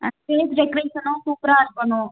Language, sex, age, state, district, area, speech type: Tamil, female, 18-30, Tamil Nadu, Tiruchirappalli, rural, conversation